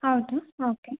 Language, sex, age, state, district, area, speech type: Kannada, female, 18-30, Karnataka, Davanagere, rural, conversation